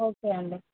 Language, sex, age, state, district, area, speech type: Telugu, female, 30-45, Telangana, Hyderabad, urban, conversation